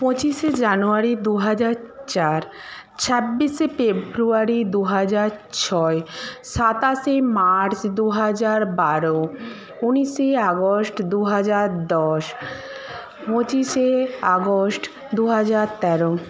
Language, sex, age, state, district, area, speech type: Bengali, female, 45-60, West Bengal, Nadia, rural, spontaneous